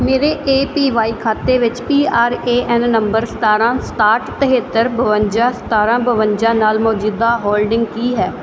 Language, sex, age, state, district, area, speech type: Punjabi, female, 18-30, Punjab, Muktsar, urban, read